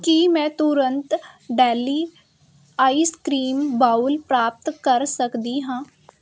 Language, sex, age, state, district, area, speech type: Punjabi, female, 18-30, Punjab, Sangrur, urban, read